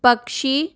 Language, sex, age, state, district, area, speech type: Hindi, female, 30-45, Rajasthan, Jaipur, urban, read